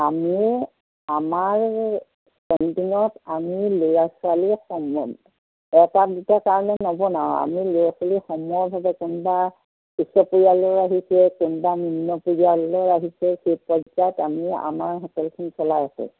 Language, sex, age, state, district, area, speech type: Assamese, female, 60+, Assam, Golaghat, urban, conversation